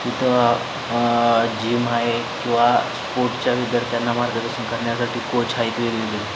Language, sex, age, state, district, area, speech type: Marathi, male, 18-30, Maharashtra, Satara, urban, spontaneous